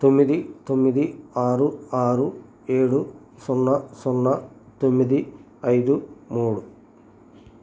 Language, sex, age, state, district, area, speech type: Telugu, male, 45-60, Andhra Pradesh, Krishna, rural, spontaneous